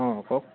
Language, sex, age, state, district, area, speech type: Assamese, male, 18-30, Assam, Sivasagar, urban, conversation